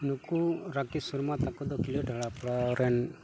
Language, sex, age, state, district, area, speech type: Santali, male, 45-60, West Bengal, Malda, rural, spontaneous